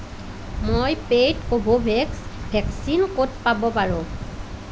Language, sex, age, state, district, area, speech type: Assamese, female, 30-45, Assam, Nalbari, rural, read